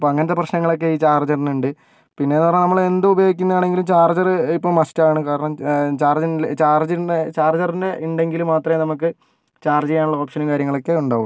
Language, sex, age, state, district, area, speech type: Malayalam, male, 45-60, Kerala, Kozhikode, urban, spontaneous